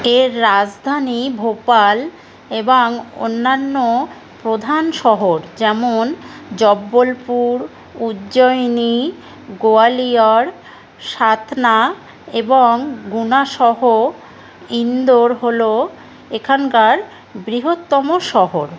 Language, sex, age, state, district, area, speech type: Bengali, female, 30-45, West Bengal, Howrah, urban, read